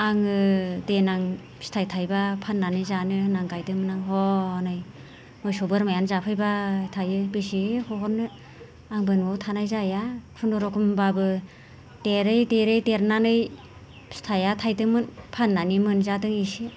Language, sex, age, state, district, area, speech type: Bodo, female, 45-60, Assam, Kokrajhar, urban, spontaneous